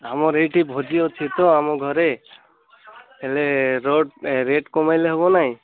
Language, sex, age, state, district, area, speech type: Odia, male, 18-30, Odisha, Malkangiri, urban, conversation